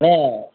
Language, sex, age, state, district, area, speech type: Tamil, male, 18-30, Tamil Nadu, Thoothukudi, rural, conversation